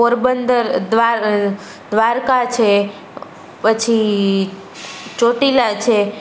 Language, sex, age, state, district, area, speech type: Gujarati, female, 18-30, Gujarat, Rajkot, urban, spontaneous